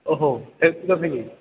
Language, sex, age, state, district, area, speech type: Odia, male, 18-30, Odisha, Sambalpur, rural, conversation